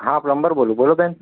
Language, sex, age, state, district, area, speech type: Gujarati, male, 30-45, Gujarat, Ahmedabad, urban, conversation